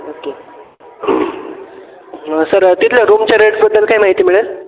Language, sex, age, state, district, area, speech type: Marathi, male, 18-30, Maharashtra, Ahmednagar, rural, conversation